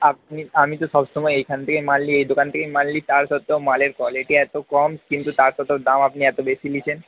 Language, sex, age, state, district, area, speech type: Bengali, male, 30-45, West Bengal, Purba Bardhaman, urban, conversation